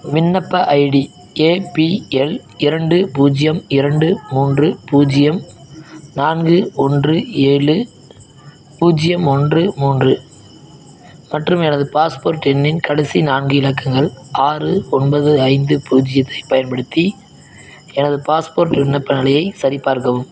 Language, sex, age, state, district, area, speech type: Tamil, male, 18-30, Tamil Nadu, Madurai, rural, read